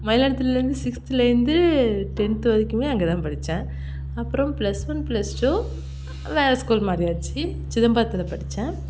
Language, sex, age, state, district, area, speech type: Tamil, female, 18-30, Tamil Nadu, Thanjavur, rural, spontaneous